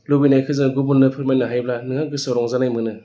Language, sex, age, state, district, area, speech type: Bodo, male, 30-45, Assam, Udalguri, urban, spontaneous